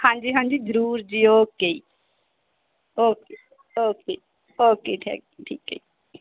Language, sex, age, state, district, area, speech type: Punjabi, female, 30-45, Punjab, Mansa, urban, conversation